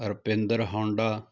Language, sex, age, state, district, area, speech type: Punjabi, male, 30-45, Punjab, Jalandhar, urban, spontaneous